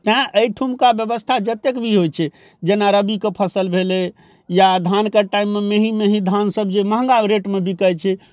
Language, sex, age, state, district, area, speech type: Maithili, male, 45-60, Bihar, Darbhanga, rural, spontaneous